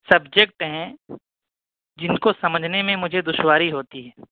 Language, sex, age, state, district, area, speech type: Urdu, male, 18-30, Bihar, Purnia, rural, conversation